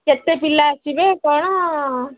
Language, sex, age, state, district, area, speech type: Odia, female, 60+, Odisha, Gajapati, rural, conversation